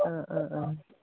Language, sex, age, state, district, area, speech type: Bodo, female, 30-45, Assam, Chirang, rural, conversation